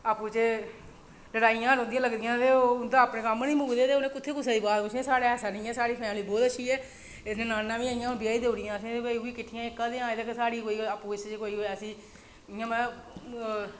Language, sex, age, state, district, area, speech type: Dogri, female, 45-60, Jammu and Kashmir, Reasi, rural, spontaneous